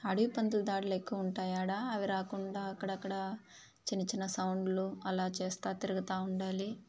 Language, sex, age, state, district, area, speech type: Telugu, female, 18-30, Andhra Pradesh, Sri Balaji, urban, spontaneous